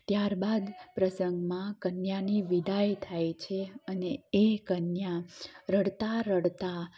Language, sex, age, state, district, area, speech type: Gujarati, female, 30-45, Gujarat, Amreli, rural, spontaneous